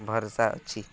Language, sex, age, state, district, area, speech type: Odia, male, 18-30, Odisha, Nuapada, rural, spontaneous